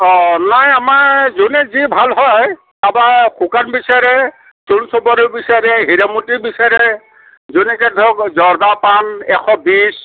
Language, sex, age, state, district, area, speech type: Assamese, male, 45-60, Assam, Kamrup Metropolitan, urban, conversation